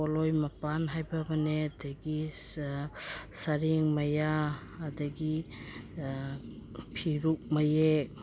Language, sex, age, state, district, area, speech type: Manipuri, female, 45-60, Manipur, Imphal East, rural, spontaneous